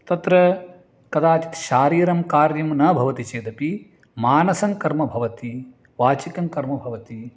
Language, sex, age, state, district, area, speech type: Sanskrit, male, 45-60, Karnataka, Uttara Kannada, urban, spontaneous